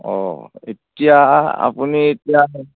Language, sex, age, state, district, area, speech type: Assamese, male, 45-60, Assam, Dhemaji, rural, conversation